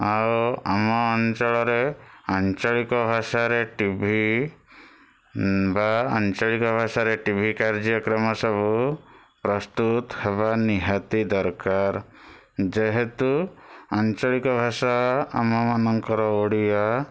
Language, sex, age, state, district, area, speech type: Odia, male, 60+, Odisha, Bhadrak, rural, spontaneous